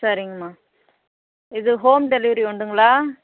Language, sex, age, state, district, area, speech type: Tamil, female, 45-60, Tamil Nadu, Kallakurichi, urban, conversation